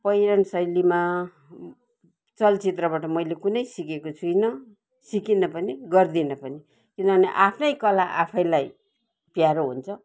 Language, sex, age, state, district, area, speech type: Nepali, female, 60+, West Bengal, Kalimpong, rural, spontaneous